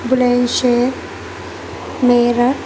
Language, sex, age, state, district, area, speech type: Urdu, female, 18-30, Uttar Pradesh, Gautam Buddha Nagar, rural, spontaneous